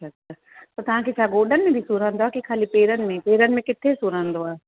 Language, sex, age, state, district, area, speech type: Sindhi, female, 45-60, Uttar Pradesh, Lucknow, rural, conversation